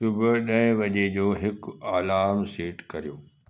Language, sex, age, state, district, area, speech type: Sindhi, male, 60+, Gujarat, Kutch, urban, read